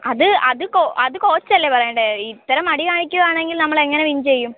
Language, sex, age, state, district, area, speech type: Malayalam, female, 18-30, Kerala, Kottayam, rural, conversation